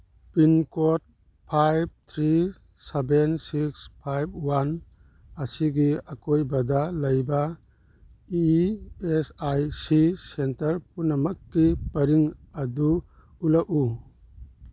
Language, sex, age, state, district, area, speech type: Manipuri, male, 18-30, Manipur, Churachandpur, rural, read